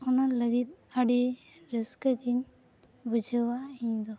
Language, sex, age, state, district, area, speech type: Santali, female, 18-30, Jharkhand, Seraikela Kharsawan, rural, spontaneous